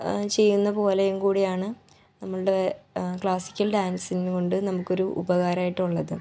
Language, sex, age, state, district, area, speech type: Malayalam, female, 18-30, Kerala, Ernakulam, rural, spontaneous